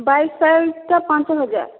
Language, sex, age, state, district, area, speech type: Odia, female, 18-30, Odisha, Boudh, rural, conversation